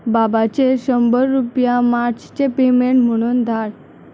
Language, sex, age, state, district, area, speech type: Goan Konkani, female, 18-30, Goa, Tiswadi, rural, read